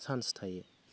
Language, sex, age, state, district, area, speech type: Bodo, male, 30-45, Assam, Goalpara, rural, spontaneous